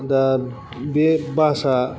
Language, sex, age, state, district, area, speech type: Bodo, male, 30-45, Assam, Kokrajhar, rural, spontaneous